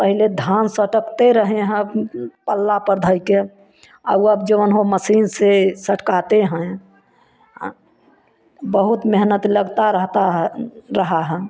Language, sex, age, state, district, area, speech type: Hindi, female, 60+, Uttar Pradesh, Prayagraj, urban, spontaneous